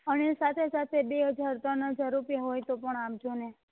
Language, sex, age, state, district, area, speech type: Gujarati, female, 18-30, Gujarat, Rajkot, rural, conversation